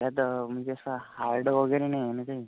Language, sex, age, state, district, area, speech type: Marathi, male, 30-45, Maharashtra, Yavatmal, rural, conversation